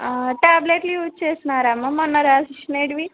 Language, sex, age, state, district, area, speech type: Telugu, female, 30-45, Andhra Pradesh, Kurnool, rural, conversation